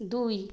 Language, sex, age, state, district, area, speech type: Bengali, female, 60+, West Bengal, Nadia, rural, read